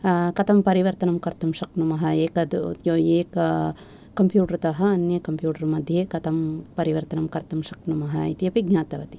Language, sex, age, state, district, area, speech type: Sanskrit, female, 45-60, Tamil Nadu, Thanjavur, urban, spontaneous